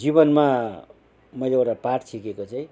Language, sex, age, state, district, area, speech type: Nepali, male, 60+, West Bengal, Kalimpong, rural, spontaneous